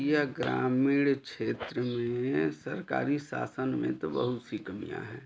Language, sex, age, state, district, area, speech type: Hindi, male, 45-60, Uttar Pradesh, Chandauli, rural, spontaneous